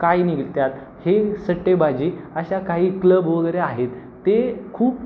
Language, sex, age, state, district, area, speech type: Marathi, male, 18-30, Maharashtra, Pune, urban, spontaneous